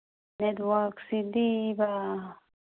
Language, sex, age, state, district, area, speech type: Manipuri, female, 18-30, Manipur, Kangpokpi, urban, conversation